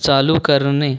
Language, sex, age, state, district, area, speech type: Marathi, male, 18-30, Maharashtra, Buldhana, rural, read